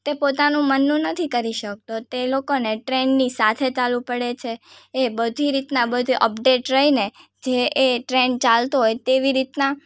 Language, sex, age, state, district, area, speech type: Gujarati, female, 18-30, Gujarat, Surat, rural, spontaneous